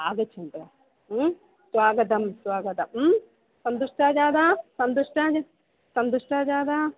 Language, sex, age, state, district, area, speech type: Sanskrit, female, 45-60, Kerala, Kollam, rural, conversation